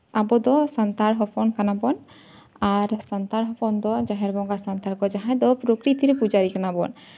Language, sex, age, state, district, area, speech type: Santali, female, 18-30, West Bengal, Jhargram, rural, spontaneous